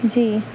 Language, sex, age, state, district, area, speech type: Urdu, female, 30-45, Bihar, Gaya, urban, spontaneous